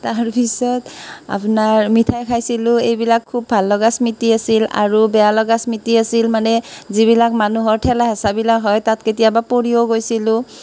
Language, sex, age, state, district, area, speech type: Assamese, female, 30-45, Assam, Nalbari, rural, spontaneous